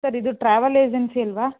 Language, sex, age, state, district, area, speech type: Kannada, female, 18-30, Karnataka, Mandya, rural, conversation